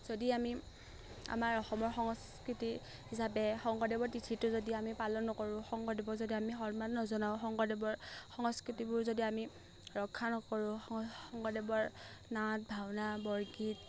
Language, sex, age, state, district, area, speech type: Assamese, female, 18-30, Assam, Morigaon, rural, spontaneous